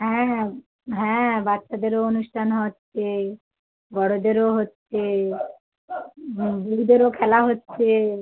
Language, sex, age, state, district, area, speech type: Bengali, female, 45-60, West Bengal, South 24 Parganas, rural, conversation